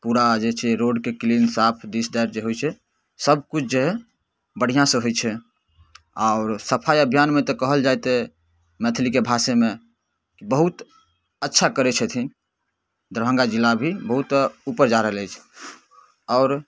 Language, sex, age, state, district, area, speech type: Maithili, male, 18-30, Bihar, Darbhanga, rural, spontaneous